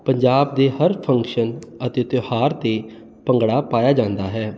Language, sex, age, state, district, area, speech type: Punjabi, male, 30-45, Punjab, Jalandhar, urban, spontaneous